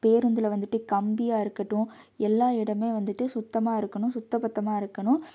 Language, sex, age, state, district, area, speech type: Tamil, female, 18-30, Tamil Nadu, Tiruppur, rural, spontaneous